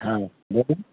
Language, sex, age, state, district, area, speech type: Hindi, male, 60+, Bihar, Muzaffarpur, rural, conversation